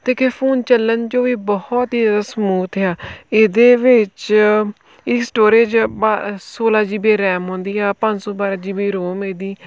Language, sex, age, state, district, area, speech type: Punjabi, male, 18-30, Punjab, Tarn Taran, rural, spontaneous